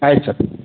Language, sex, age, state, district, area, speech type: Kannada, male, 30-45, Karnataka, Bidar, urban, conversation